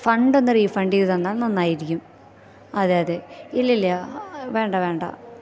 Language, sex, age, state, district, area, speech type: Malayalam, female, 18-30, Kerala, Thrissur, rural, spontaneous